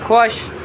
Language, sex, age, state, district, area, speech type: Kashmiri, male, 18-30, Jammu and Kashmir, Pulwama, urban, read